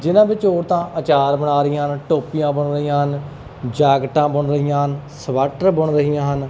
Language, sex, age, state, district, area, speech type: Punjabi, male, 30-45, Punjab, Kapurthala, urban, spontaneous